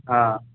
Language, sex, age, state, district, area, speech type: Maithili, male, 60+, Bihar, Purnia, urban, conversation